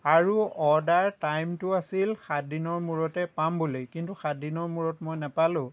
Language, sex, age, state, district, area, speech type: Assamese, male, 60+, Assam, Lakhimpur, rural, spontaneous